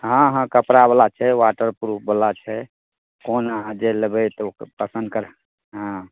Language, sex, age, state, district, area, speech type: Maithili, male, 45-60, Bihar, Madhepura, rural, conversation